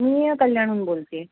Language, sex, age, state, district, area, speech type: Marathi, female, 45-60, Maharashtra, Thane, rural, conversation